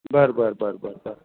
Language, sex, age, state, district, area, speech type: Marathi, male, 45-60, Maharashtra, Satara, urban, conversation